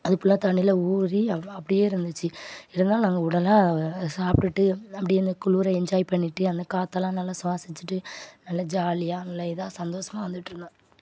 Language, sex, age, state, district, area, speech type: Tamil, female, 18-30, Tamil Nadu, Thoothukudi, rural, spontaneous